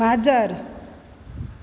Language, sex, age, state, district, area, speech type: Goan Konkani, female, 30-45, Goa, Quepem, rural, read